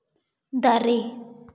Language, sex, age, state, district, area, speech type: Santali, female, 18-30, West Bengal, Jhargram, rural, read